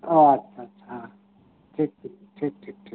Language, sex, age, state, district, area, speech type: Santali, male, 60+, West Bengal, Birbhum, rural, conversation